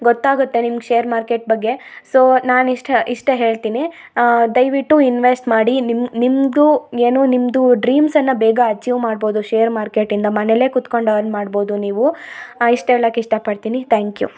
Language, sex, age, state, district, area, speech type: Kannada, female, 18-30, Karnataka, Chikkamagaluru, rural, spontaneous